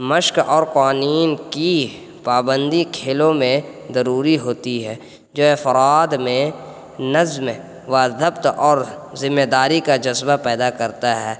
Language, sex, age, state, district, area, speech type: Urdu, male, 18-30, Bihar, Gaya, urban, spontaneous